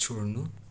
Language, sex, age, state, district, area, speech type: Nepali, male, 18-30, West Bengal, Darjeeling, rural, read